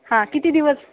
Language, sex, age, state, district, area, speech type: Marathi, female, 18-30, Maharashtra, Satara, urban, conversation